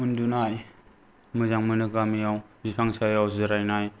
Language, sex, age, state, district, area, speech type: Bodo, male, 30-45, Assam, Kokrajhar, rural, spontaneous